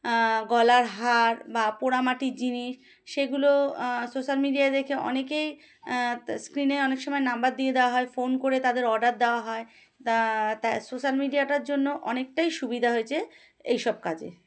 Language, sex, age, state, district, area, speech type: Bengali, female, 30-45, West Bengal, Darjeeling, urban, spontaneous